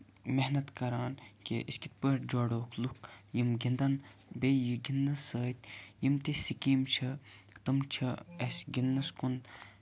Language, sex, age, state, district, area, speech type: Kashmiri, male, 30-45, Jammu and Kashmir, Kupwara, rural, spontaneous